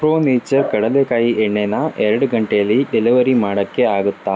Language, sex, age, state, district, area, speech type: Kannada, male, 18-30, Karnataka, Davanagere, urban, read